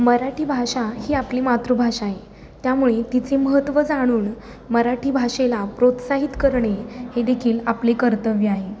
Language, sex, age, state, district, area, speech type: Marathi, female, 18-30, Maharashtra, Satara, urban, spontaneous